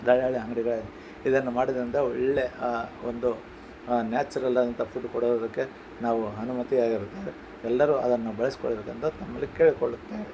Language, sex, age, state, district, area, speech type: Kannada, male, 45-60, Karnataka, Bellary, rural, spontaneous